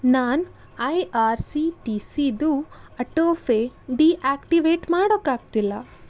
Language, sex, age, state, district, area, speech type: Kannada, female, 18-30, Karnataka, Tumkur, urban, read